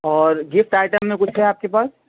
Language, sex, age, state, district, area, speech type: Urdu, male, 18-30, Delhi, North West Delhi, urban, conversation